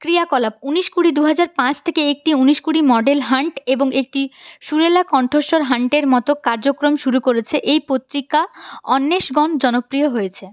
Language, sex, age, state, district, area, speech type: Bengali, female, 30-45, West Bengal, Purulia, urban, spontaneous